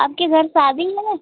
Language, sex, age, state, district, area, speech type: Hindi, female, 18-30, Uttar Pradesh, Azamgarh, rural, conversation